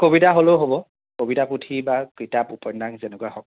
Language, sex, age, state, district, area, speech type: Assamese, male, 30-45, Assam, Kamrup Metropolitan, urban, conversation